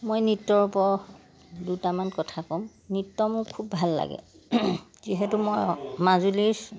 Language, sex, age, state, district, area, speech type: Assamese, male, 60+, Assam, Majuli, urban, spontaneous